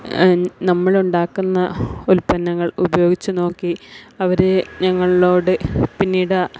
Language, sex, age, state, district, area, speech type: Malayalam, female, 30-45, Kerala, Kasaragod, rural, spontaneous